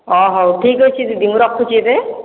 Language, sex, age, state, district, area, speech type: Odia, female, 45-60, Odisha, Khordha, rural, conversation